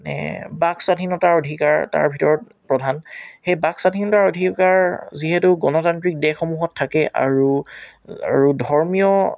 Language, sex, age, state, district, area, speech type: Assamese, male, 18-30, Assam, Tinsukia, rural, spontaneous